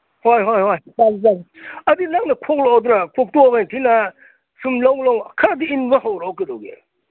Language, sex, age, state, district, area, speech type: Manipuri, male, 60+, Manipur, Imphal East, rural, conversation